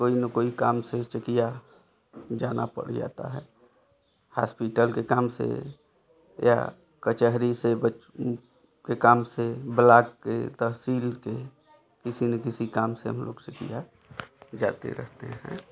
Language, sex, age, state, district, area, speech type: Hindi, male, 45-60, Uttar Pradesh, Chandauli, rural, spontaneous